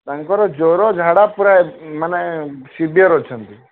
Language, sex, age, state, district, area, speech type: Odia, male, 30-45, Odisha, Sambalpur, rural, conversation